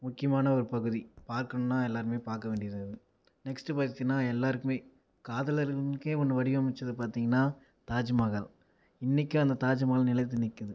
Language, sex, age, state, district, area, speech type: Tamil, male, 18-30, Tamil Nadu, Viluppuram, rural, spontaneous